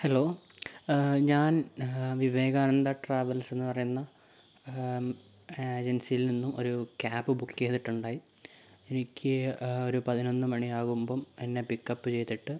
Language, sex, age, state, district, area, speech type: Malayalam, male, 18-30, Kerala, Kozhikode, urban, spontaneous